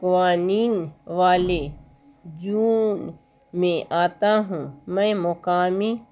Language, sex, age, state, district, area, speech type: Urdu, female, 60+, Bihar, Gaya, urban, spontaneous